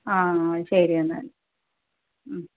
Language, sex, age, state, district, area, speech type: Malayalam, female, 30-45, Kerala, Kannur, rural, conversation